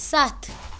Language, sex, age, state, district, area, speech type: Kashmiri, female, 18-30, Jammu and Kashmir, Srinagar, rural, read